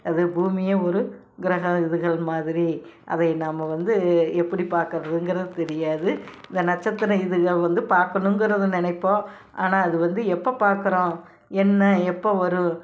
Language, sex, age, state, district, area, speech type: Tamil, female, 60+, Tamil Nadu, Tiruppur, rural, spontaneous